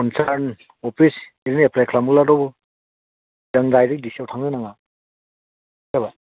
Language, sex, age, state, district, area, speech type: Bodo, other, 60+, Assam, Chirang, rural, conversation